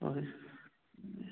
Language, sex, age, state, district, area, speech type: Manipuri, male, 18-30, Manipur, Kakching, rural, conversation